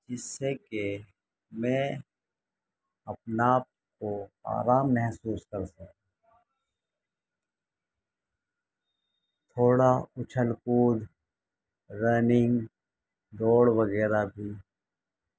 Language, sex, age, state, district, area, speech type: Urdu, male, 30-45, Uttar Pradesh, Muzaffarnagar, urban, spontaneous